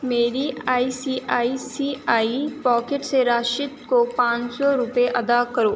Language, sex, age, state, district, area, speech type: Urdu, female, 18-30, Uttar Pradesh, Aligarh, urban, read